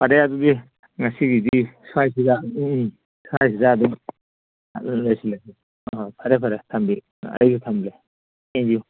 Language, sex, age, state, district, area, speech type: Manipuri, male, 60+, Manipur, Churachandpur, urban, conversation